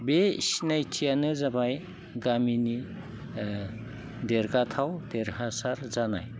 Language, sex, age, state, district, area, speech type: Bodo, male, 45-60, Assam, Udalguri, rural, spontaneous